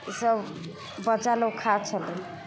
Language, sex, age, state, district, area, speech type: Maithili, female, 30-45, Bihar, Sitamarhi, urban, spontaneous